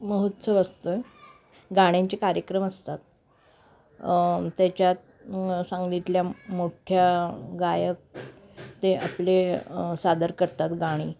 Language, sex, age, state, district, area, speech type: Marathi, female, 45-60, Maharashtra, Sangli, urban, spontaneous